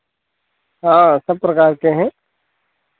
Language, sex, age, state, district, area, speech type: Hindi, male, 45-60, Uttar Pradesh, Sitapur, rural, conversation